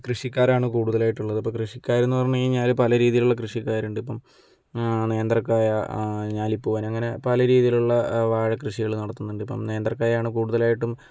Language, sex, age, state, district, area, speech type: Malayalam, male, 30-45, Kerala, Kozhikode, urban, spontaneous